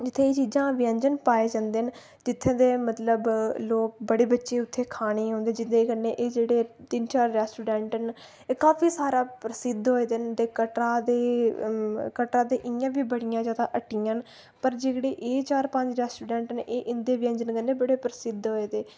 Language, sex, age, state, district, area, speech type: Dogri, female, 18-30, Jammu and Kashmir, Reasi, rural, spontaneous